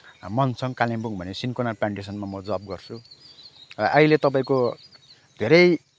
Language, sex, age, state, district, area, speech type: Nepali, male, 30-45, West Bengal, Kalimpong, rural, spontaneous